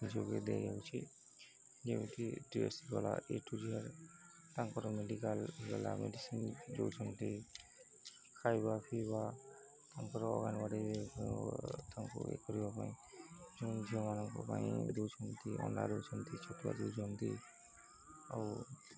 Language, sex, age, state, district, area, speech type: Odia, male, 30-45, Odisha, Nuapada, urban, spontaneous